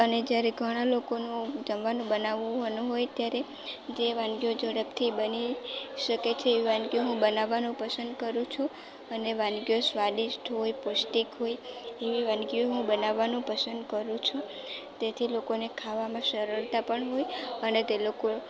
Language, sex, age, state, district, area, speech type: Gujarati, female, 18-30, Gujarat, Valsad, rural, spontaneous